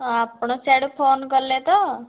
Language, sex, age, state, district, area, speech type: Odia, female, 60+, Odisha, Kandhamal, rural, conversation